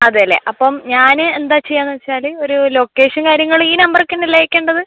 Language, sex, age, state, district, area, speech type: Malayalam, female, 18-30, Kerala, Thrissur, urban, conversation